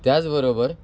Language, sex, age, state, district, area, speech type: Marathi, male, 30-45, Maharashtra, Mumbai City, urban, spontaneous